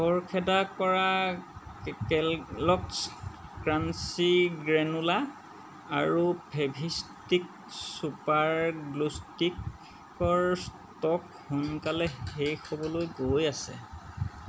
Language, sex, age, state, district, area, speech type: Assamese, male, 30-45, Assam, Golaghat, urban, read